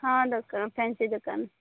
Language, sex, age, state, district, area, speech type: Odia, female, 30-45, Odisha, Malkangiri, urban, conversation